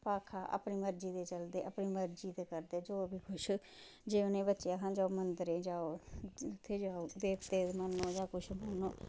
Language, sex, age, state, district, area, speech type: Dogri, female, 30-45, Jammu and Kashmir, Samba, rural, spontaneous